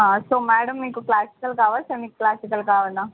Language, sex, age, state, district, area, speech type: Telugu, female, 18-30, Telangana, Mahbubnagar, urban, conversation